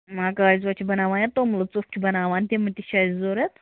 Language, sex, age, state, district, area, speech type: Kashmiri, female, 45-60, Jammu and Kashmir, Ganderbal, rural, conversation